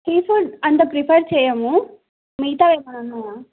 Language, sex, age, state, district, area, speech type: Telugu, female, 18-30, Telangana, Nagarkurnool, urban, conversation